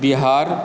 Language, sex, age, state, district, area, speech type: Maithili, male, 45-60, Bihar, Saharsa, urban, spontaneous